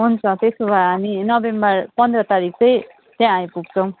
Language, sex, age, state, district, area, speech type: Nepali, female, 45-60, West Bengal, Darjeeling, rural, conversation